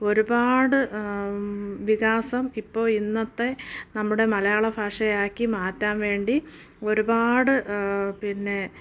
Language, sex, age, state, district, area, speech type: Malayalam, female, 30-45, Kerala, Thiruvananthapuram, rural, spontaneous